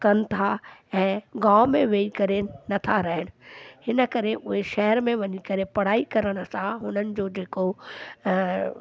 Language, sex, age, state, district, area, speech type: Sindhi, female, 60+, Delhi, South Delhi, rural, spontaneous